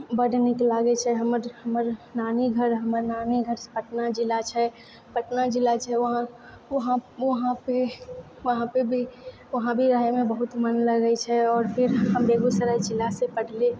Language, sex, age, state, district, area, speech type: Maithili, female, 18-30, Bihar, Purnia, rural, spontaneous